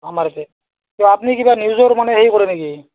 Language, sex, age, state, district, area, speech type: Assamese, male, 30-45, Assam, Barpeta, rural, conversation